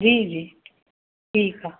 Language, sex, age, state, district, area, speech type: Sindhi, female, 45-60, Maharashtra, Thane, urban, conversation